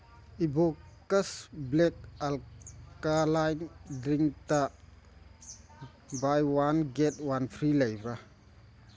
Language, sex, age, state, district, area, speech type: Manipuri, male, 45-60, Manipur, Churachandpur, rural, read